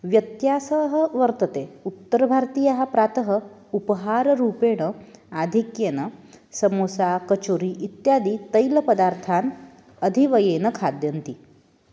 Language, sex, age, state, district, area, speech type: Sanskrit, female, 30-45, Maharashtra, Nagpur, urban, spontaneous